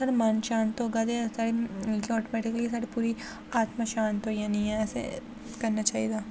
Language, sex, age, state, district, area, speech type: Dogri, female, 18-30, Jammu and Kashmir, Jammu, rural, spontaneous